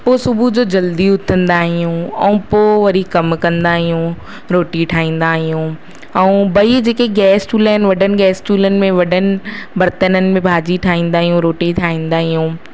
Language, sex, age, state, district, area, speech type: Sindhi, female, 45-60, Madhya Pradesh, Katni, urban, spontaneous